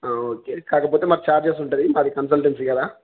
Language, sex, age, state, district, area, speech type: Telugu, male, 18-30, Telangana, Jangaon, rural, conversation